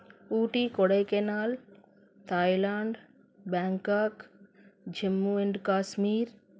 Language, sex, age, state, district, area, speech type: Telugu, female, 30-45, Andhra Pradesh, Krishna, urban, spontaneous